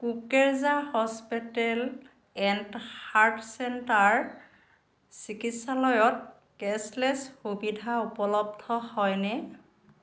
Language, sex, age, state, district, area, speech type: Assamese, female, 45-60, Assam, Dhemaji, rural, read